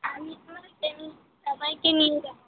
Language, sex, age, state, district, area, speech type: Bengali, female, 18-30, West Bengal, Alipurduar, rural, conversation